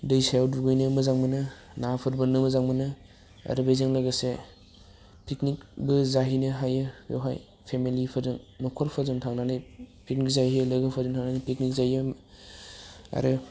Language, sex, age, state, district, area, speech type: Bodo, male, 18-30, Assam, Udalguri, urban, spontaneous